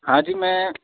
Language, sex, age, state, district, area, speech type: Urdu, male, 30-45, Uttar Pradesh, Ghaziabad, urban, conversation